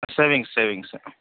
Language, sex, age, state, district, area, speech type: Telugu, male, 30-45, Andhra Pradesh, Anantapur, rural, conversation